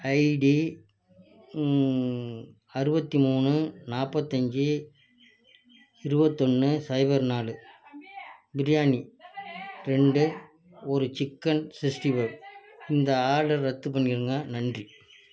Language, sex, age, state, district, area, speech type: Tamil, male, 60+, Tamil Nadu, Nagapattinam, rural, spontaneous